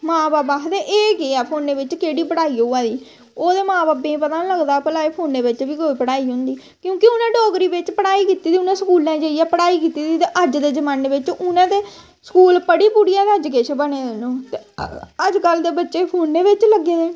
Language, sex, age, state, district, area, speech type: Dogri, female, 18-30, Jammu and Kashmir, Samba, rural, spontaneous